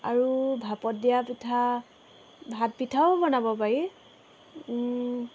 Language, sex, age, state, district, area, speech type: Assamese, female, 18-30, Assam, Golaghat, urban, spontaneous